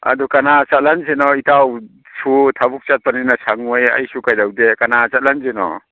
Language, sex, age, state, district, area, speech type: Manipuri, male, 30-45, Manipur, Kakching, rural, conversation